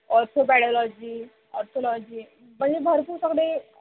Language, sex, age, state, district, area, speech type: Marathi, female, 18-30, Maharashtra, Wardha, rural, conversation